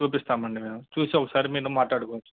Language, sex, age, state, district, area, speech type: Telugu, male, 30-45, Andhra Pradesh, Guntur, urban, conversation